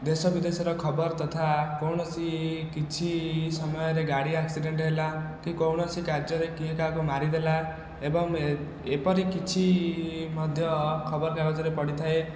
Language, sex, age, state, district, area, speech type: Odia, male, 18-30, Odisha, Khordha, rural, spontaneous